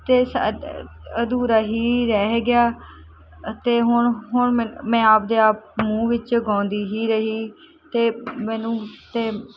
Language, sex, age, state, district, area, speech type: Punjabi, female, 18-30, Punjab, Barnala, rural, spontaneous